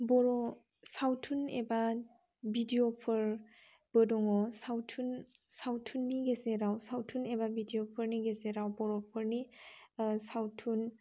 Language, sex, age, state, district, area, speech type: Bodo, female, 18-30, Assam, Chirang, rural, spontaneous